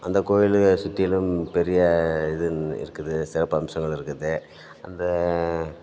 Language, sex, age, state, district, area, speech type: Tamil, male, 30-45, Tamil Nadu, Thanjavur, rural, spontaneous